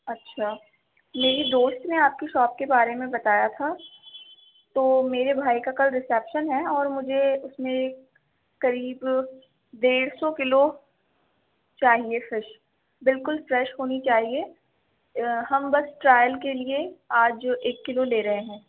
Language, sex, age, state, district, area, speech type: Urdu, female, 18-30, Delhi, East Delhi, urban, conversation